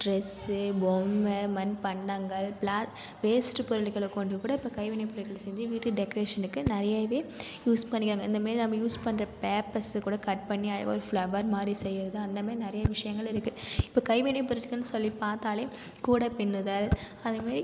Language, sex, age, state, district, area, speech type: Tamil, female, 30-45, Tamil Nadu, Cuddalore, rural, spontaneous